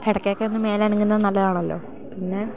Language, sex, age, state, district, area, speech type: Malayalam, female, 18-30, Kerala, Idukki, rural, spontaneous